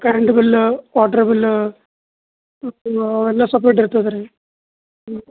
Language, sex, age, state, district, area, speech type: Kannada, male, 30-45, Karnataka, Bidar, rural, conversation